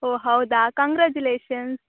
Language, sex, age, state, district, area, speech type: Kannada, female, 18-30, Karnataka, Udupi, rural, conversation